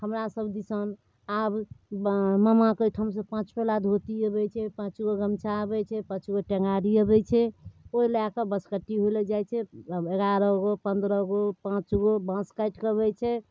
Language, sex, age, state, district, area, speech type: Maithili, female, 45-60, Bihar, Darbhanga, rural, spontaneous